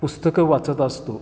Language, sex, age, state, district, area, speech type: Marathi, male, 45-60, Maharashtra, Satara, urban, spontaneous